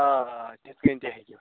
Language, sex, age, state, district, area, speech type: Kashmiri, male, 45-60, Jammu and Kashmir, Srinagar, urban, conversation